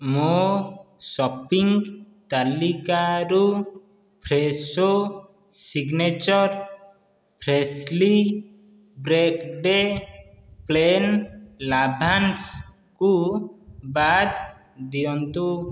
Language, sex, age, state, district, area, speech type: Odia, male, 18-30, Odisha, Dhenkanal, rural, read